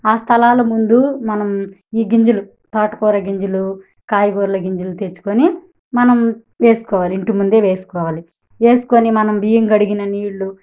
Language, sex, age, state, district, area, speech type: Telugu, female, 30-45, Andhra Pradesh, Kadapa, urban, spontaneous